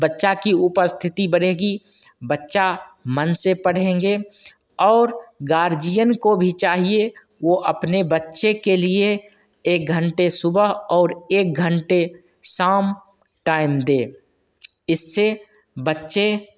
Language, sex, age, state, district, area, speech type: Hindi, male, 30-45, Bihar, Begusarai, rural, spontaneous